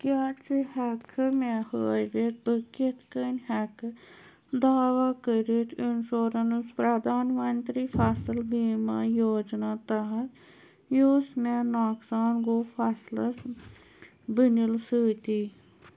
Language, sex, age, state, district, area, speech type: Kashmiri, female, 30-45, Jammu and Kashmir, Anantnag, urban, read